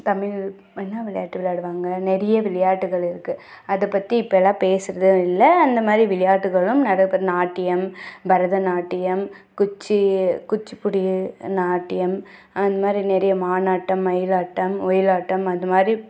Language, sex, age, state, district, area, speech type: Tamil, female, 18-30, Tamil Nadu, Tirupattur, rural, spontaneous